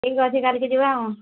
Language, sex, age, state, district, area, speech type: Odia, female, 60+, Odisha, Angul, rural, conversation